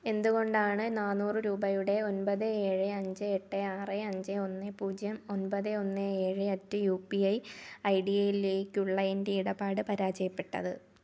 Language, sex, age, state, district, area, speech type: Malayalam, female, 18-30, Kerala, Thiruvananthapuram, rural, read